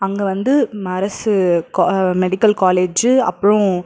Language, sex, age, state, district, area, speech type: Tamil, female, 18-30, Tamil Nadu, Krishnagiri, rural, spontaneous